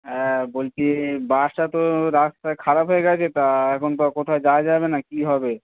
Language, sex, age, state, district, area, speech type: Bengali, male, 30-45, West Bengal, Darjeeling, rural, conversation